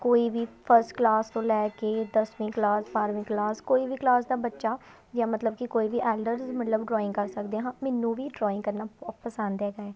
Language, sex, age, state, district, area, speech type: Punjabi, female, 18-30, Punjab, Tarn Taran, urban, spontaneous